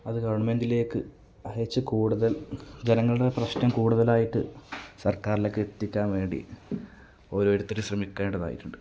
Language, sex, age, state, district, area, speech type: Malayalam, male, 18-30, Kerala, Kasaragod, rural, spontaneous